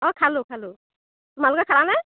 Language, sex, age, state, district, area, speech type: Assamese, female, 45-60, Assam, Lakhimpur, rural, conversation